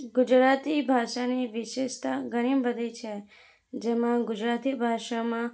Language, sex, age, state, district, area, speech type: Gujarati, female, 18-30, Gujarat, Anand, rural, spontaneous